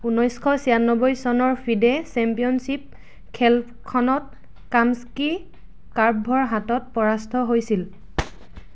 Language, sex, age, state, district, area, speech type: Assamese, female, 18-30, Assam, Dhemaji, rural, read